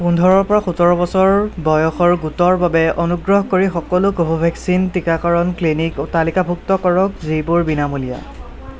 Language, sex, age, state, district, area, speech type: Assamese, male, 18-30, Assam, Kamrup Metropolitan, rural, read